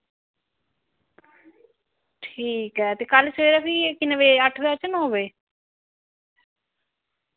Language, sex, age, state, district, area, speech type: Dogri, female, 18-30, Jammu and Kashmir, Samba, rural, conversation